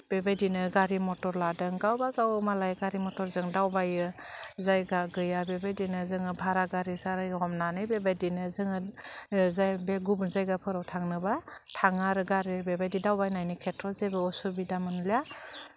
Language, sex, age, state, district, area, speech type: Bodo, female, 30-45, Assam, Udalguri, urban, spontaneous